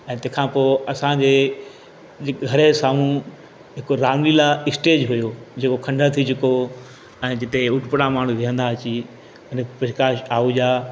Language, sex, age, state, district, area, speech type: Sindhi, male, 60+, Madhya Pradesh, Katni, urban, spontaneous